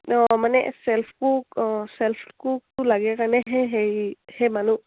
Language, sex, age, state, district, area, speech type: Assamese, female, 18-30, Assam, Dibrugarh, rural, conversation